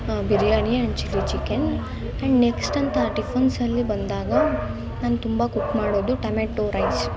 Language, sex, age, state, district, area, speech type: Kannada, female, 18-30, Karnataka, Bangalore Urban, rural, spontaneous